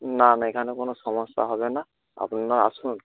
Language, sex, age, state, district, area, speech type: Bengali, male, 45-60, West Bengal, Nadia, rural, conversation